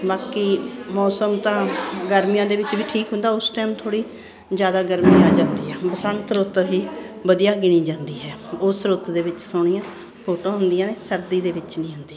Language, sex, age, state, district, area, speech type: Punjabi, female, 60+, Punjab, Ludhiana, urban, spontaneous